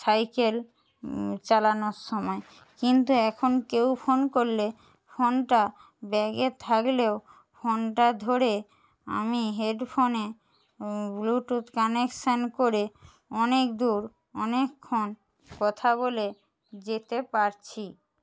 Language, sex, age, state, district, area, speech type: Bengali, female, 60+, West Bengal, Jhargram, rural, spontaneous